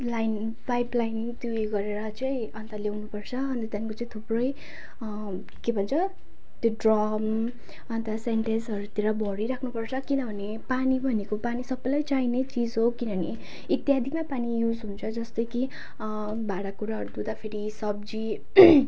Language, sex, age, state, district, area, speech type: Nepali, female, 18-30, West Bengal, Jalpaiguri, urban, spontaneous